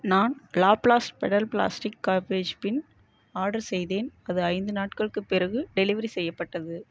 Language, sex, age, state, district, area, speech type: Tamil, female, 45-60, Tamil Nadu, Ariyalur, rural, read